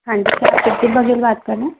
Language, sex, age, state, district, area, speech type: Hindi, female, 18-30, Madhya Pradesh, Gwalior, rural, conversation